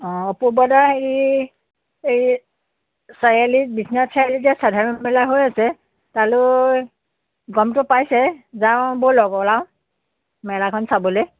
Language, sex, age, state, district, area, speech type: Assamese, female, 45-60, Assam, Biswanath, rural, conversation